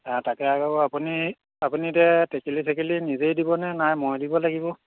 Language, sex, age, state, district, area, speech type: Assamese, male, 45-60, Assam, Majuli, urban, conversation